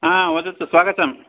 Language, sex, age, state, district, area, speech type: Sanskrit, male, 60+, Karnataka, Mandya, rural, conversation